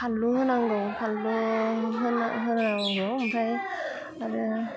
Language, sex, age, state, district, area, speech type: Bodo, female, 18-30, Assam, Udalguri, urban, spontaneous